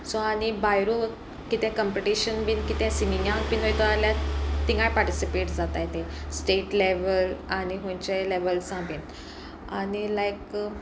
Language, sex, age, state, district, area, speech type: Goan Konkani, female, 18-30, Goa, Sanguem, rural, spontaneous